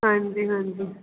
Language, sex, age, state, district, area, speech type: Punjabi, female, 30-45, Punjab, Jalandhar, rural, conversation